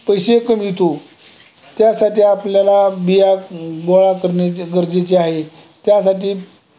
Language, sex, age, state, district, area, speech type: Marathi, male, 60+, Maharashtra, Osmanabad, rural, spontaneous